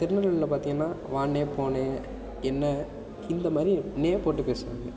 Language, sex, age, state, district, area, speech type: Tamil, male, 18-30, Tamil Nadu, Nagapattinam, urban, spontaneous